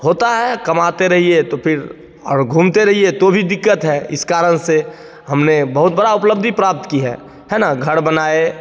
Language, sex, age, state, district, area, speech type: Hindi, male, 30-45, Bihar, Begusarai, rural, spontaneous